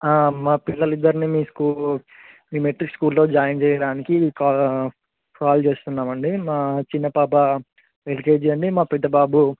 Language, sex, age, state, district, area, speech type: Telugu, male, 18-30, Andhra Pradesh, Visakhapatnam, urban, conversation